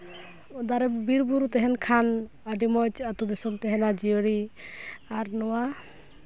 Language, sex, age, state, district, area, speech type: Santali, female, 18-30, West Bengal, Purulia, rural, spontaneous